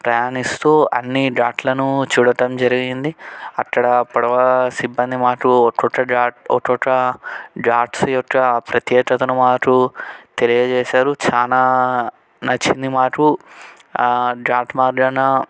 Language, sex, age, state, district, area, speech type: Telugu, male, 18-30, Telangana, Medchal, urban, spontaneous